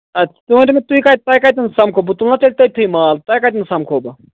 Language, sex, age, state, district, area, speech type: Kashmiri, male, 30-45, Jammu and Kashmir, Ganderbal, rural, conversation